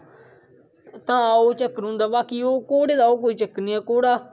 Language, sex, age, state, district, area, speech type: Dogri, male, 18-30, Jammu and Kashmir, Kathua, rural, spontaneous